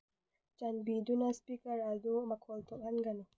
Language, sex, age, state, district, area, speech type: Manipuri, female, 18-30, Manipur, Tengnoupal, urban, read